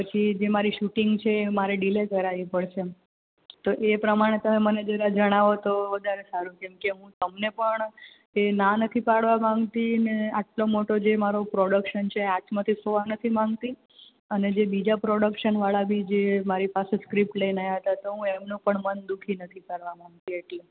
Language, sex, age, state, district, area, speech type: Gujarati, female, 18-30, Gujarat, Surat, rural, conversation